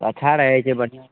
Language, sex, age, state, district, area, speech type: Maithili, male, 18-30, Bihar, Madhepura, rural, conversation